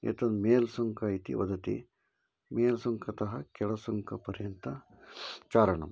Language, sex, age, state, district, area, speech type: Sanskrit, male, 45-60, Karnataka, Shimoga, rural, spontaneous